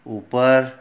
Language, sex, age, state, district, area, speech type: Hindi, male, 60+, Madhya Pradesh, Betul, rural, read